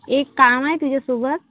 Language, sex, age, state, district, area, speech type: Marathi, female, 18-30, Maharashtra, Amravati, rural, conversation